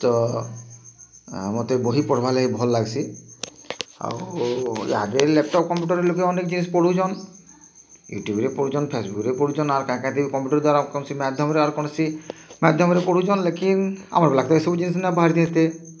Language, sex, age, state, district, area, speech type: Odia, male, 45-60, Odisha, Bargarh, urban, spontaneous